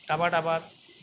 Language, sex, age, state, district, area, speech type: Telugu, male, 60+, Telangana, Hyderabad, urban, spontaneous